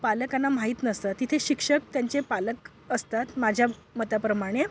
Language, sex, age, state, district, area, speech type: Marathi, female, 18-30, Maharashtra, Bhandara, rural, spontaneous